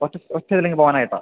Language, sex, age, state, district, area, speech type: Malayalam, male, 18-30, Kerala, Idukki, rural, conversation